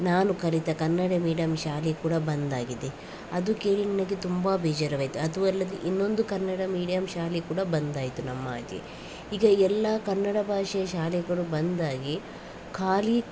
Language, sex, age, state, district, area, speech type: Kannada, female, 18-30, Karnataka, Udupi, rural, spontaneous